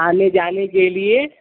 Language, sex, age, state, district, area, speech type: Hindi, male, 18-30, Uttar Pradesh, Ghazipur, urban, conversation